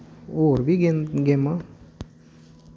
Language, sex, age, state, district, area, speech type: Dogri, male, 18-30, Jammu and Kashmir, Samba, rural, spontaneous